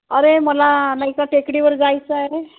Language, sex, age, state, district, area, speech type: Marathi, female, 60+, Maharashtra, Wardha, rural, conversation